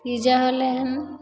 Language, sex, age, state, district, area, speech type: Maithili, female, 30-45, Bihar, Begusarai, rural, spontaneous